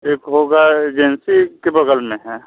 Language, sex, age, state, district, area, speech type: Hindi, male, 30-45, Uttar Pradesh, Mirzapur, rural, conversation